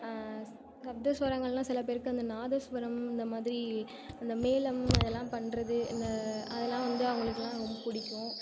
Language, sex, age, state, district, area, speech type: Tamil, female, 18-30, Tamil Nadu, Thanjavur, urban, spontaneous